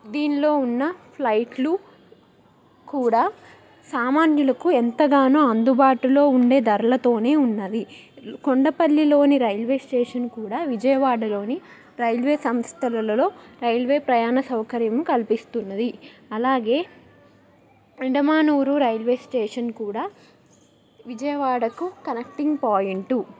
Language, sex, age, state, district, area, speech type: Telugu, female, 18-30, Andhra Pradesh, Krishna, urban, spontaneous